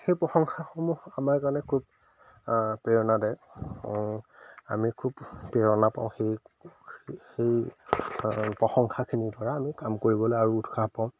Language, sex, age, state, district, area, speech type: Assamese, male, 30-45, Assam, Majuli, urban, spontaneous